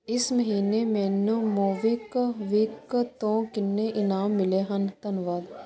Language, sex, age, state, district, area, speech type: Punjabi, female, 30-45, Punjab, Ludhiana, rural, read